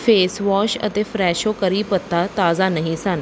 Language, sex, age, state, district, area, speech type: Punjabi, female, 30-45, Punjab, Bathinda, urban, read